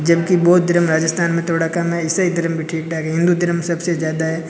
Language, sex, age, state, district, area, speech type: Hindi, male, 30-45, Rajasthan, Jodhpur, urban, spontaneous